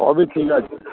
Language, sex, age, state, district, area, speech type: Bengali, male, 30-45, West Bengal, Darjeeling, rural, conversation